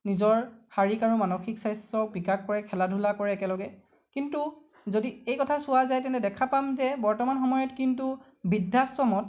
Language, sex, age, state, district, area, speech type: Assamese, male, 18-30, Assam, Lakhimpur, rural, spontaneous